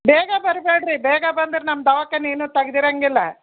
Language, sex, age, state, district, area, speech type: Kannada, female, 45-60, Karnataka, Koppal, rural, conversation